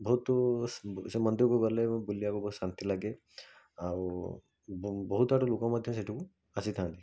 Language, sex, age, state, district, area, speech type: Odia, male, 18-30, Odisha, Bhadrak, rural, spontaneous